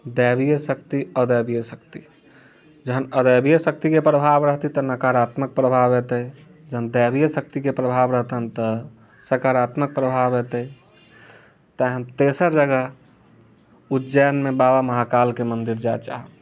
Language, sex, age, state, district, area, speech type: Maithili, male, 18-30, Bihar, Muzaffarpur, rural, spontaneous